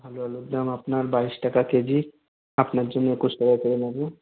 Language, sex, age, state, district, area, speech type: Bengali, male, 18-30, West Bengal, Birbhum, urban, conversation